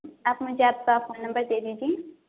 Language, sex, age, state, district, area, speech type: Urdu, female, 18-30, Telangana, Hyderabad, urban, conversation